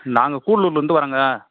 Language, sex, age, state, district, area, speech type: Tamil, male, 45-60, Tamil Nadu, Viluppuram, rural, conversation